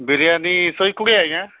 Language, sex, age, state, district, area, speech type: Odia, male, 45-60, Odisha, Nabarangpur, rural, conversation